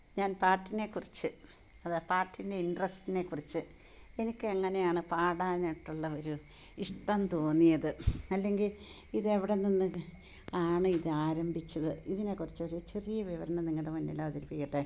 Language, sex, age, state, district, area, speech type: Malayalam, female, 60+, Kerala, Kollam, rural, spontaneous